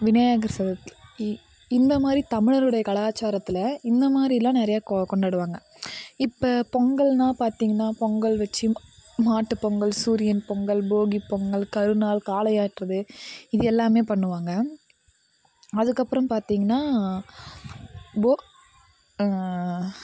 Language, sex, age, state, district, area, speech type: Tamil, female, 18-30, Tamil Nadu, Kallakurichi, urban, spontaneous